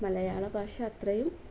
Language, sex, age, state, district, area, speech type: Malayalam, female, 18-30, Kerala, Kozhikode, rural, spontaneous